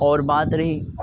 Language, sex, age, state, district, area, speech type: Urdu, male, 18-30, Uttar Pradesh, Ghaziabad, urban, spontaneous